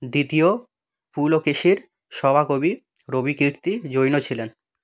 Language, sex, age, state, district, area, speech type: Bengali, male, 18-30, West Bengal, South 24 Parganas, rural, read